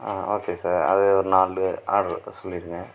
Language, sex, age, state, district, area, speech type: Tamil, male, 18-30, Tamil Nadu, Perambalur, rural, spontaneous